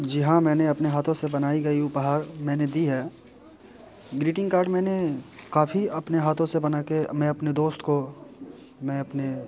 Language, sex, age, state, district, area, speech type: Hindi, male, 30-45, Bihar, Muzaffarpur, rural, spontaneous